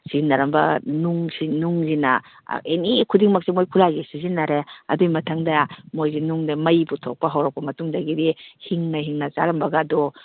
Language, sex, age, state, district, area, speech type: Manipuri, female, 45-60, Manipur, Kakching, rural, conversation